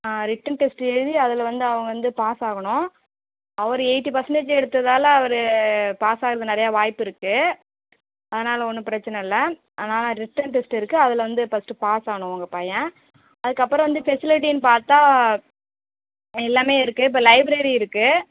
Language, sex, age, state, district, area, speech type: Tamil, female, 45-60, Tamil Nadu, Cuddalore, rural, conversation